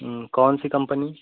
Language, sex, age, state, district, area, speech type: Hindi, male, 30-45, Uttar Pradesh, Mau, rural, conversation